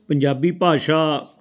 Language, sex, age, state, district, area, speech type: Punjabi, male, 45-60, Punjab, Fatehgarh Sahib, urban, spontaneous